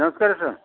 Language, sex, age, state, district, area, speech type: Kannada, male, 60+, Karnataka, Kodagu, rural, conversation